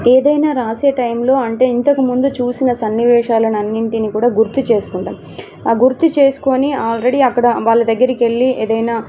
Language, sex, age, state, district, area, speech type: Telugu, female, 30-45, Telangana, Warangal, urban, spontaneous